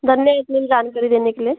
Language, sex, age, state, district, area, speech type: Hindi, female, 18-30, Madhya Pradesh, Betul, rural, conversation